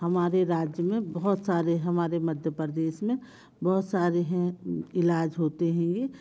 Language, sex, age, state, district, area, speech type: Hindi, female, 45-60, Madhya Pradesh, Jabalpur, urban, spontaneous